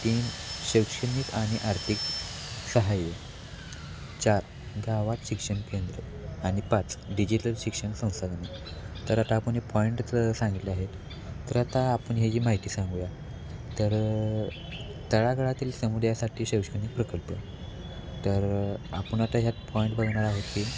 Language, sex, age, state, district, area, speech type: Marathi, male, 18-30, Maharashtra, Sangli, urban, spontaneous